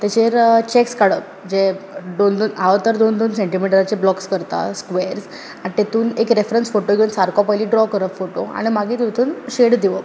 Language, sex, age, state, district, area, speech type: Goan Konkani, female, 18-30, Goa, Bardez, urban, spontaneous